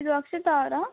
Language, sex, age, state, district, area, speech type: Kannada, female, 18-30, Karnataka, Davanagere, rural, conversation